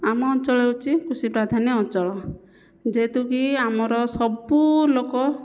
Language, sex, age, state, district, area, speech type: Odia, female, 45-60, Odisha, Jajpur, rural, spontaneous